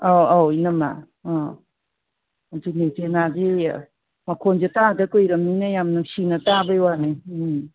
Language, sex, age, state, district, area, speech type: Manipuri, female, 60+, Manipur, Imphal East, rural, conversation